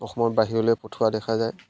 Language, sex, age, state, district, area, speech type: Assamese, male, 30-45, Assam, Majuli, urban, spontaneous